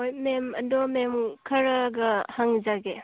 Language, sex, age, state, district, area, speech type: Manipuri, female, 18-30, Manipur, Churachandpur, rural, conversation